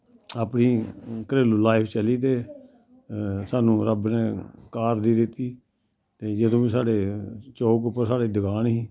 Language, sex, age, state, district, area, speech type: Dogri, male, 60+, Jammu and Kashmir, Samba, rural, spontaneous